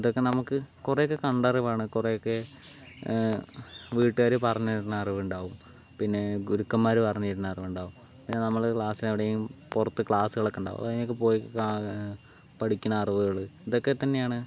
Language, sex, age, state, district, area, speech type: Malayalam, male, 30-45, Kerala, Palakkad, rural, spontaneous